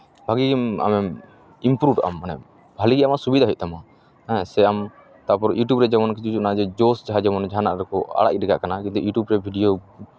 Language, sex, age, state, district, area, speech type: Santali, male, 30-45, West Bengal, Paschim Bardhaman, rural, spontaneous